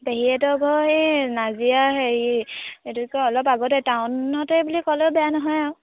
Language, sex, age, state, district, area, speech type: Assamese, female, 18-30, Assam, Sivasagar, rural, conversation